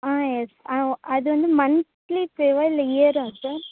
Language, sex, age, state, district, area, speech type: Tamil, female, 18-30, Tamil Nadu, Vellore, urban, conversation